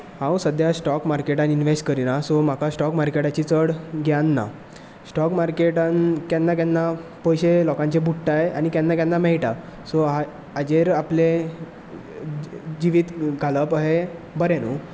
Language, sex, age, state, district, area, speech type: Goan Konkani, male, 18-30, Goa, Bardez, rural, spontaneous